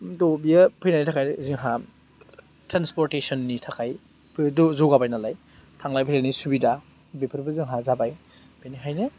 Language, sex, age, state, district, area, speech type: Bodo, male, 18-30, Assam, Baksa, rural, spontaneous